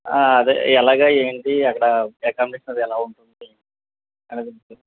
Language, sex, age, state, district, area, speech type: Telugu, male, 30-45, Andhra Pradesh, Anakapalli, rural, conversation